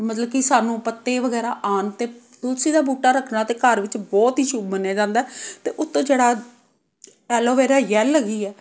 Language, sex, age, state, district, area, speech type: Punjabi, female, 45-60, Punjab, Amritsar, urban, spontaneous